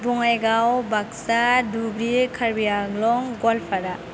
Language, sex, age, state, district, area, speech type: Bodo, female, 18-30, Assam, Chirang, rural, spontaneous